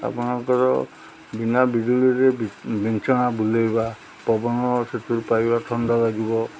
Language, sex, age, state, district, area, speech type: Odia, male, 45-60, Odisha, Jagatsinghpur, urban, spontaneous